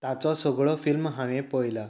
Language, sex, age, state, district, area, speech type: Goan Konkani, male, 30-45, Goa, Canacona, rural, spontaneous